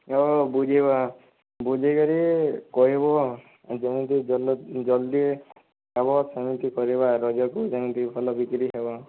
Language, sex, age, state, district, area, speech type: Odia, male, 18-30, Odisha, Boudh, rural, conversation